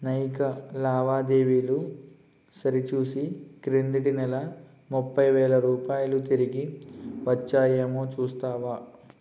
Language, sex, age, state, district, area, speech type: Telugu, male, 18-30, Andhra Pradesh, Konaseema, rural, read